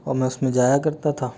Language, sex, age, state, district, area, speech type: Hindi, male, 30-45, Delhi, New Delhi, urban, spontaneous